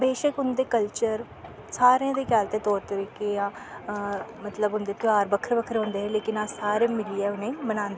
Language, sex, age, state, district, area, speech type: Dogri, female, 18-30, Jammu and Kashmir, Samba, urban, spontaneous